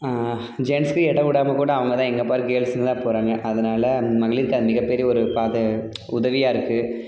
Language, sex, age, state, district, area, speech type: Tamil, male, 18-30, Tamil Nadu, Dharmapuri, rural, spontaneous